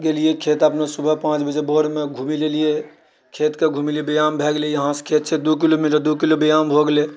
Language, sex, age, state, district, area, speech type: Maithili, male, 60+, Bihar, Purnia, rural, spontaneous